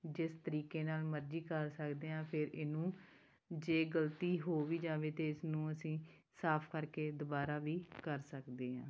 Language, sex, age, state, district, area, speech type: Punjabi, female, 30-45, Punjab, Tarn Taran, rural, spontaneous